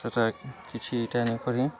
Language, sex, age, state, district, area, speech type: Odia, male, 18-30, Odisha, Balangir, urban, spontaneous